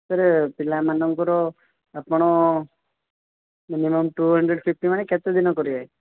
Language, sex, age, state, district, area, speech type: Odia, male, 30-45, Odisha, Rayagada, rural, conversation